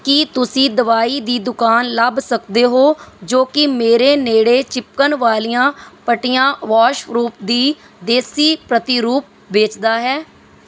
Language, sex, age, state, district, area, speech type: Punjabi, female, 30-45, Punjab, Mansa, urban, read